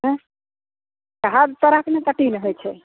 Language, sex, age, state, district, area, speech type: Maithili, female, 45-60, Bihar, Begusarai, rural, conversation